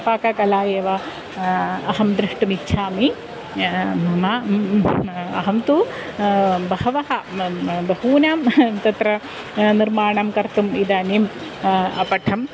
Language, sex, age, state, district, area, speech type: Sanskrit, female, 45-60, Kerala, Kottayam, rural, spontaneous